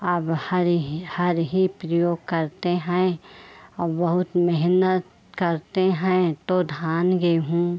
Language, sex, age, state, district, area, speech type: Hindi, female, 45-60, Uttar Pradesh, Pratapgarh, rural, spontaneous